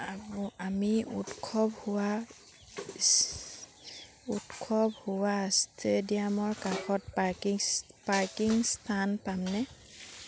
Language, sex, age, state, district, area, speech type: Assamese, female, 30-45, Assam, Sivasagar, rural, read